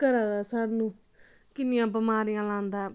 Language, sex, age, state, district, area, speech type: Dogri, female, 18-30, Jammu and Kashmir, Samba, rural, spontaneous